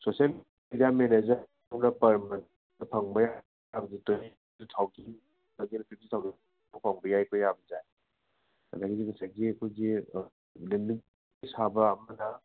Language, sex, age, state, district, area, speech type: Manipuri, male, 30-45, Manipur, Senapati, rural, conversation